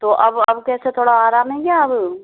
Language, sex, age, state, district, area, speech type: Hindi, female, 30-45, Rajasthan, Karauli, rural, conversation